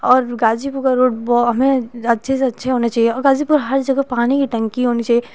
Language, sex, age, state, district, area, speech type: Hindi, female, 18-30, Uttar Pradesh, Ghazipur, rural, spontaneous